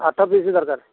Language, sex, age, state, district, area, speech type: Odia, male, 60+, Odisha, Kendujhar, urban, conversation